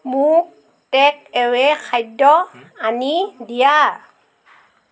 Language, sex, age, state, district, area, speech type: Assamese, female, 45-60, Assam, Morigaon, rural, read